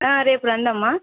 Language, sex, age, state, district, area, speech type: Telugu, female, 30-45, Andhra Pradesh, Kurnool, rural, conversation